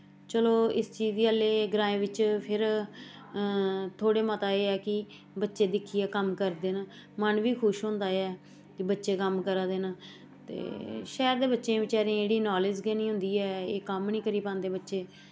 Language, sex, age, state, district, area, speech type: Dogri, female, 45-60, Jammu and Kashmir, Samba, urban, spontaneous